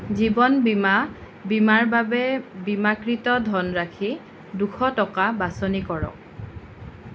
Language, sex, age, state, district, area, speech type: Assamese, female, 18-30, Assam, Nalbari, rural, read